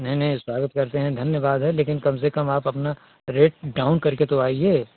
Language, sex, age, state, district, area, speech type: Hindi, male, 60+, Uttar Pradesh, Ayodhya, rural, conversation